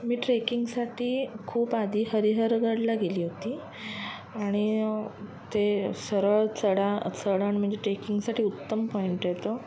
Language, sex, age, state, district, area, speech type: Marathi, female, 30-45, Maharashtra, Mumbai Suburban, urban, spontaneous